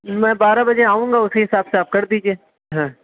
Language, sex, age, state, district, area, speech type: Urdu, male, 30-45, Uttar Pradesh, Lucknow, urban, conversation